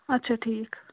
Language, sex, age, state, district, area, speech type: Kashmiri, female, 30-45, Jammu and Kashmir, Bandipora, rural, conversation